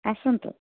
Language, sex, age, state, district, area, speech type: Odia, female, 60+, Odisha, Gajapati, rural, conversation